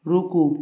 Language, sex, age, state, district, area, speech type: Maithili, female, 18-30, Bihar, Sitamarhi, rural, read